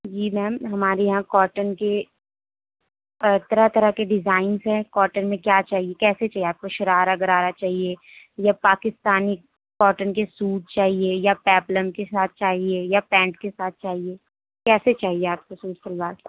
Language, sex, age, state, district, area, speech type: Urdu, female, 18-30, Delhi, North West Delhi, urban, conversation